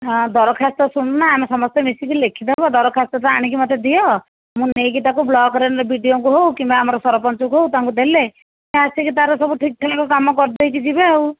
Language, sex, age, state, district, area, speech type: Odia, female, 60+, Odisha, Jajpur, rural, conversation